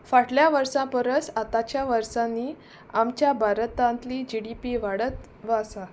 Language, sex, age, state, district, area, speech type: Goan Konkani, female, 30-45, Goa, Salcete, rural, spontaneous